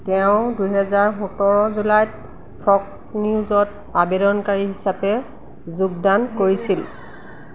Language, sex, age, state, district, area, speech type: Assamese, female, 45-60, Assam, Golaghat, urban, read